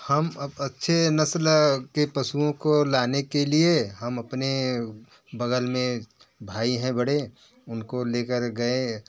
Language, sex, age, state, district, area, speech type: Hindi, male, 45-60, Uttar Pradesh, Varanasi, urban, spontaneous